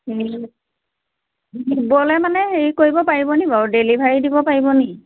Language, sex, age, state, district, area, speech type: Assamese, female, 30-45, Assam, Majuli, urban, conversation